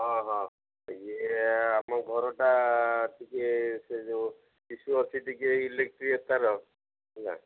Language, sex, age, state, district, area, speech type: Odia, male, 45-60, Odisha, Koraput, rural, conversation